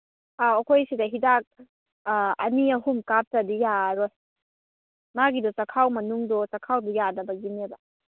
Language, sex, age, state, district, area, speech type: Manipuri, female, 18-30, Manipur, Kangpokpi, urban, conversation